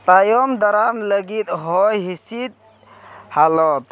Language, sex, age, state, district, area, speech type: Santali, male, 45-60, Jharkhand, Seraikela Kharsawan, rural, read